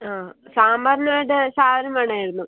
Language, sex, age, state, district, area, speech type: Malayalam, female, 18-30, Kerala, Kasaragod, rural, conversation